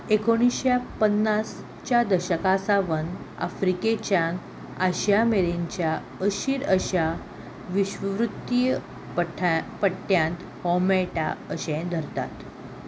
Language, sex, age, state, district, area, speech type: Goan Konkani, female, 18-30, Goa, Salcete, urban, read